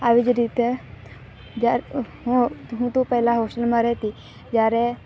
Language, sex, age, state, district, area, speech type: Gujarati, female, 18-30, Gujarat, Narmada, urban, spontaneous